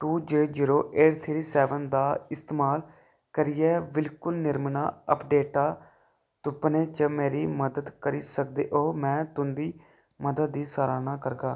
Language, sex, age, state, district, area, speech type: Dogri, male, 18-30, Jammu and Kashmir, Kathua, rural, read